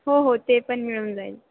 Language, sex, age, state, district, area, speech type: Marathi, female, 18-30, Maharashtra, Ahmednagar, urban, conversation